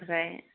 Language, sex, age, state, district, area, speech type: Bodo, female, 45-60, Assam, Chirang, rural, conversation